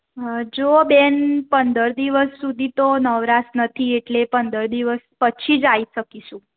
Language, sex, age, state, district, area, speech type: Gujarati, female, 45-60, Gujarat, Mehsana, rural, conversation